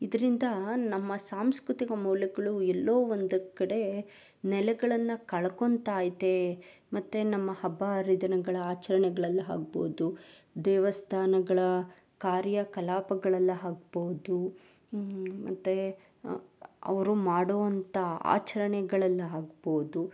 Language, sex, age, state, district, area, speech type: Kannada, female, 30-45, Karnataka, Chikkaballapur, rural, spontaneous